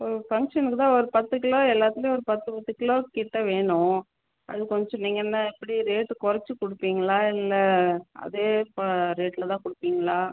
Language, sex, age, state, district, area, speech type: Tamil, female, 30-45, Tamil Nadu, Tiruchirappalli, rural, conversation